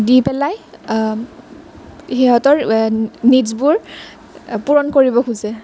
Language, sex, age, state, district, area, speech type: Assamese, female, 18-30, Assam, Nalbari, rural, spontaneous